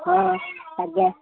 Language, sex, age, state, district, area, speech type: Odia, female, 60+, Odisha, Gajapati, rural, conversation